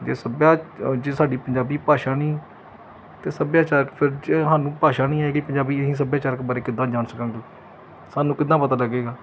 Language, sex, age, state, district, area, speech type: Punjabi, male, 30-45, Punjab, Gurdaspur, rural, spontaneous